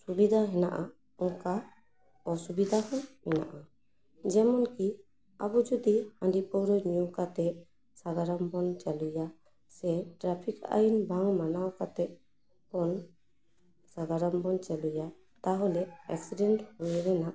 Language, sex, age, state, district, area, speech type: Santali, female, 30-45, West Bengal, Paschim Bardhaman, urban, spontaneous